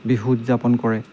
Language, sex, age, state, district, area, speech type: Assamese, male, 30-45, Assam, Dibrugarh, rural, spontaneous